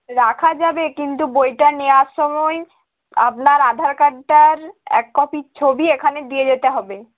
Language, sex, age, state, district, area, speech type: Bengali, female, 18-30, West Bengal, Hooghly, urban, conversation